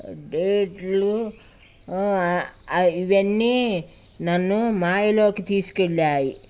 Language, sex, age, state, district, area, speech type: Telugu, female, 60+, Telangana, Ranga Reddy, rural, spontaneous